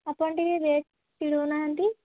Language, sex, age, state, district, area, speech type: Odia, female, 30-45, Odisha, Bhadrak, rural, conversation